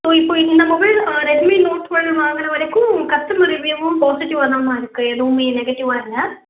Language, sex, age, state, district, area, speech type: Tamil, female, 18-30, Tamil Nadu, Tiruvarur, urban, conversation